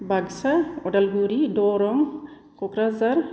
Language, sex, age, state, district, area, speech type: Bodo, female, 45-60, Assam, Chirang, rural, spontaneous